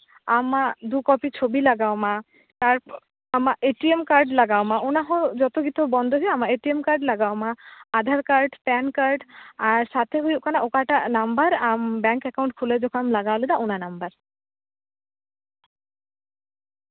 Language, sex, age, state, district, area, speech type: Santali, female, 18-30, West Bengal, Malda, rural, conversation